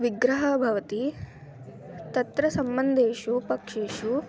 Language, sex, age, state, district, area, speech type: Sanskrit, female, 18-30, Andhra Pradesh, Eluru, rural, spontaneous